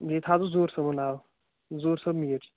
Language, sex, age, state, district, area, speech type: Kashmiri, male, 18-30, Jammu and Kashmir, Baramulla, urban, conversation